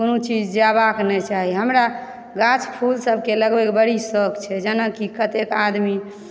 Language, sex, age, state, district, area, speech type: Maithili, female, 30-45, Bihar, Supaul, rural, spontaneous